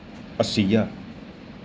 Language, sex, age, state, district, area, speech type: Punjabi, male, 30-45, Punjab, Gurdaspur, rural, spontaneous